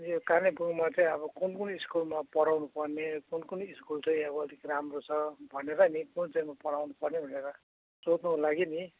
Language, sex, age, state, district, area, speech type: Nepali, male, 60+, West Bengal, Kalimpong, rural, conversation